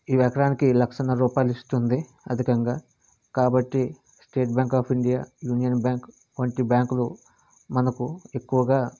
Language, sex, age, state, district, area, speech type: Telugu, male, 30-45, Andhra Pradesh, Vizianagaram, urban, spontaneous